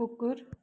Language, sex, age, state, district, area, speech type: Nepali, male, 60+, West Bengal, Kalimpong, rural, read